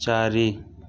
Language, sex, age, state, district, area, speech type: Odia, male, 18-30, Odisha, Nuapada, urban, read